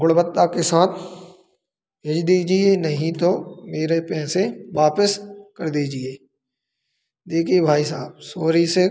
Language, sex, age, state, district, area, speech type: Hindi, male, 30-45, Madhya Pradesh, Hoshangabad, rural, spontaneous